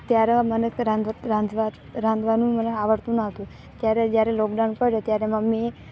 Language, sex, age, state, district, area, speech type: Gujarati, female, 18-30, Gujarat, Narmada, urban, spontaneous